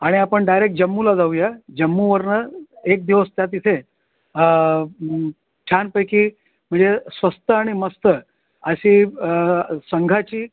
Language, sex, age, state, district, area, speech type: Marathi, male, 60+, Maharashtra, Thane, urban, conversation